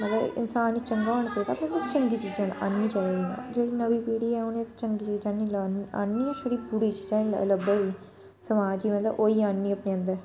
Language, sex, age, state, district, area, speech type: Dogri, female, 60+, Jammu and Kashmir, Reasi, rural, spontaneous